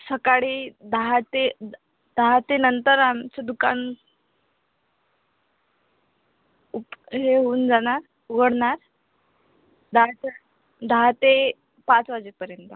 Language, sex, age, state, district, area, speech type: Marathi, female, 18-30, Maharashtra, Akola, rural, conversation